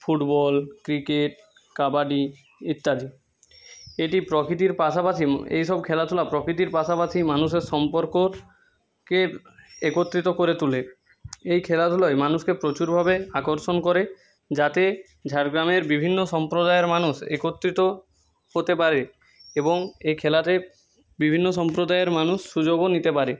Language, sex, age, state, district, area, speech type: Bengali, male, 30-45, West Bengal, Jhargram, rural, spontaneous